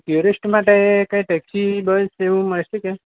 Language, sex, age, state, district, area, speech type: Gujarati, male, 18-30, Gujarat, Surat, urban, conversation